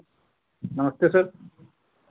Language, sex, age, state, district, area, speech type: Hindi, male, 45-60, Uttar Pradesh, Sitapur, rural, conversation